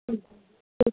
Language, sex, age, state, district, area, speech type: Bengali, female, 45-60, West Bengal, Malda, rural, conversation